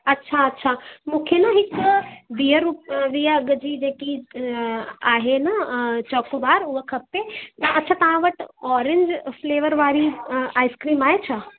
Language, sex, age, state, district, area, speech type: Sindhi, female, 18-30, Delhi, South Delhi, urban, conversation